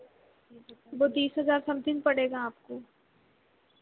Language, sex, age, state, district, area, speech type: Hindi, female, 18-30, Madhya Pradesh, Chhindwara, urban, conversation